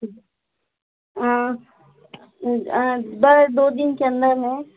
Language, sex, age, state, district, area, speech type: Hindi, female, 18-30, Uttar Pradesh, Azamgarh, urban, conversation